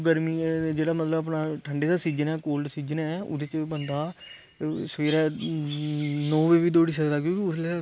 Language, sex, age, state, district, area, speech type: Dogri, male, 18-30, Jammu and Kashmir, Kathua, rural, spontaneous